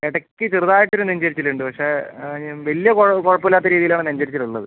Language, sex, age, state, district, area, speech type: Malayalam, female, 45-60, Kerala, Kozhikode, urban, conversation